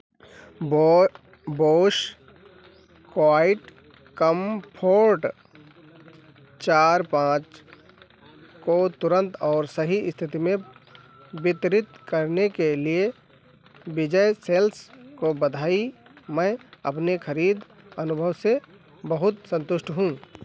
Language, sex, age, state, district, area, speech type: Hindi, male, 45-60, Uttar Pradesh, Sitapur, rural, read